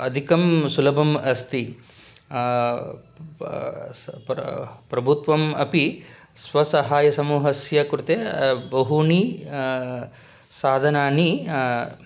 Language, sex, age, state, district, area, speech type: Sanskrit, male, 45-60, Telangana, Ranga Reddy, urban, spontaneous